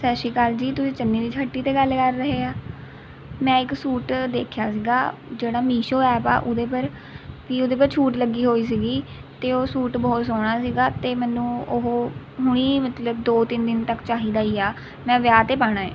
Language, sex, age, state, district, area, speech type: Punjabi, female, 18-30, Punjab, Rupnagar, rural, spontaneous